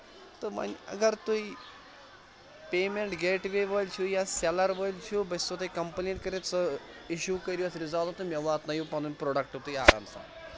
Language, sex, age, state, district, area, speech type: Kashmiri, male, 18-30, Jammu and Kashmir, Pulwama, urban, spontaneous